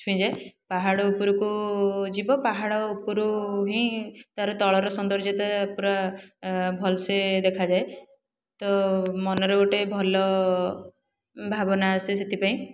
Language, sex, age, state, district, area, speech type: Odia, female, 18-30, Odisha, Puri, urban, spontaneous